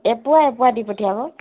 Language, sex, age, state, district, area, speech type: Assamese, female, 18-30, Assam, Dibrugarh, urban, conversation